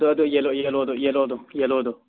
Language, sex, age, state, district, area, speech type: Manipuri, male, 18-30, Manipur, Kangpokpi, urban, conversation